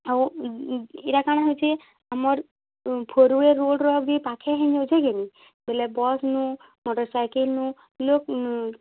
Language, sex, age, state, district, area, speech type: Odia, female, 18-30, Odisha, Bargarh, urban, conversation